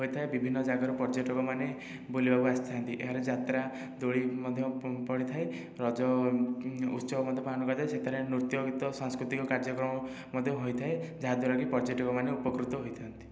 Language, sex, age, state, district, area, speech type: Odia, male, 18-30, Odisha, Khordha, rural, spontaneous